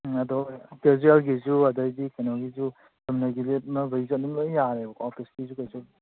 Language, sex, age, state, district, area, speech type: Manipuri, male, 30-45, Manipur, Imphal East, rural, conversation